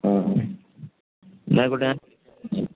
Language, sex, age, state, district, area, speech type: Malayalam, male, 30-45, Kerala, Malappuram, rural, conversation